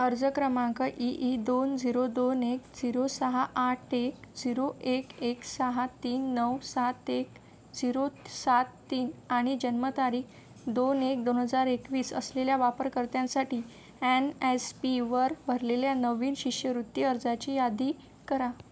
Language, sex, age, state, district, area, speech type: Marathi, female, 18-30, Maharashtra, Wardha, rural, read